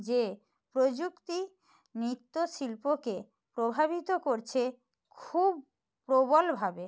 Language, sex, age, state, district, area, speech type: Bengali, female, 45-60, West Bengal, Nadia, rural, spontaneous